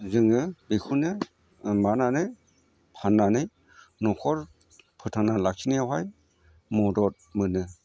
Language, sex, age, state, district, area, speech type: Bodo, male, 45-60, Assam, Chirang, rural, spontaneous